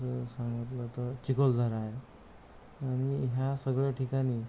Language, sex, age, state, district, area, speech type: Marathi, male, 30-45, Maharashtra, Amravati, rural, spontaneous